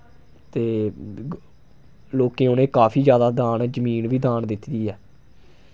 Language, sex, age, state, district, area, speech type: Dogri, male, 18-30, Jammu and Kashmir, Samba, rural, spontaneous